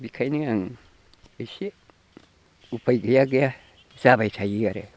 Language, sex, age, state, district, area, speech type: Bodo, male, 60+, Assam, Chirang, rural, spontaneous